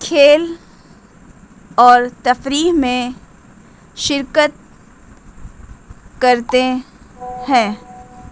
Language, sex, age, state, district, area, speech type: Urdu, female, 18-30, Bihar, Gaya, urban, spontaneous